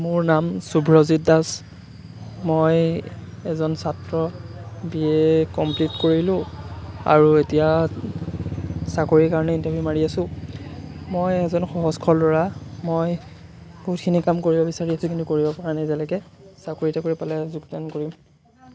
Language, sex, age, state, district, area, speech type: Assamese, male, 18-30, Assam, Sonitpur, rural, spontaneous